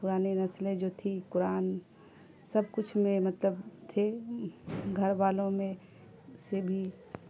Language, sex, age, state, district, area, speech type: Urdu, female, 30-45, Bihar, Khagaria, rural, spontaneous